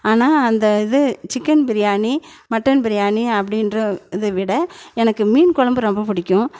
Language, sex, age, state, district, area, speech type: Tamil, female, 60+, Tamil Nadu, Erode, rural, spontaneous